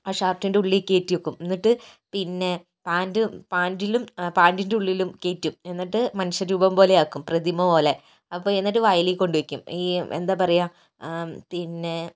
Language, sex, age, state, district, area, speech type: Malayalam, female, 60+, Kerala, Kozhikode, urban, spontaneous